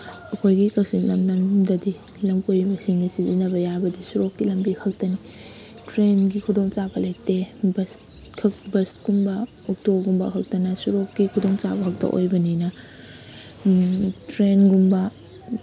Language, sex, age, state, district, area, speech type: Manipuri, female, 18-30, Manipur, Kakching, rural, spontaneous